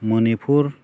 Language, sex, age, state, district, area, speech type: Bodo, male, 45-60, Assam, Chirang, rural, spontaneous